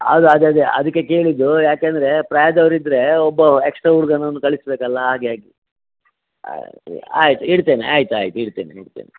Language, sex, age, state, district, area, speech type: Kannada, male, 60+, Karnataka, Dakshina Kannada, rural, conversation